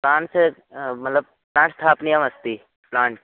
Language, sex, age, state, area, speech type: Sanskrit, male, 18-30, Chhattisgarh, urban, conversation